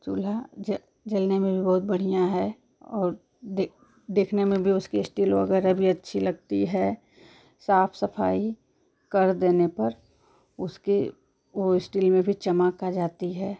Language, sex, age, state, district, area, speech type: Hindi, female, 30-45, Uttar Pradesh, Ghazipur, urban, spontaneous